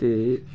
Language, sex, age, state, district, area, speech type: Dogri, male, 18-30, Jammu and Kashmir, Samba, rural, spontaneous